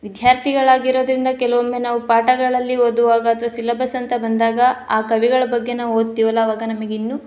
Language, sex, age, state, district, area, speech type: Kannada, female, 18-30, Karnataka, Chikkamagaluru, rural, spontaneous